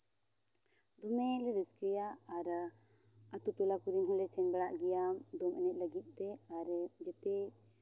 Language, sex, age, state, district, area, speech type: Santali, female, 18-30, Jharkhand, Seraikela Kharsawan, rural, spontaneous